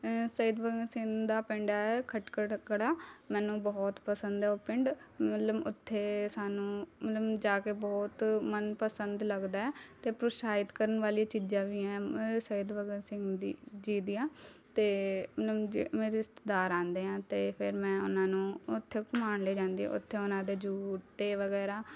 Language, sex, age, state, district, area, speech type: Punjabi, female, 18-30, Punjab, Shaheed Bhagat Singh Nagar, rural, spontaneous